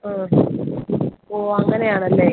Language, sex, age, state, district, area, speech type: Malayalam, female, 18-30, Kerala, Idukki, rural, conversation